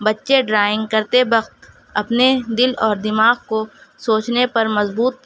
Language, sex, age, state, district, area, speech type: Urdu, female, 30-45, Uttar Pradesh, Shahjahanpur, urban, spontaneous